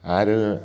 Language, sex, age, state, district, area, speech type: Bodo, male, 60+, Assam, Chirang, rural, spontaneous